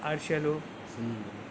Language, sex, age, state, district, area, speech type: Telugu, male, 60+, Telangana, Hyderabad, urban, spontaneous